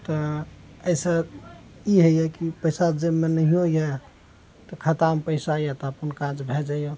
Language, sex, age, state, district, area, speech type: Maithili, male, 45-60, Bihar, Araria, rural, spontaneous